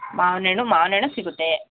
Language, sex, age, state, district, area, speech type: Kannada, female, 30-45, Karnataka, Mandya, rural, conversation